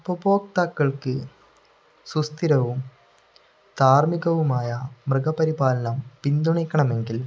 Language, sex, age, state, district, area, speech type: Malayalam, male, 18-30, Kerala, Kannur, urban, spontaneous